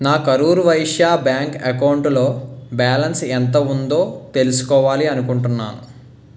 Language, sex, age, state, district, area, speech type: Telugu, male, 18-30, Andhra Pradesh, Guntur, urban, read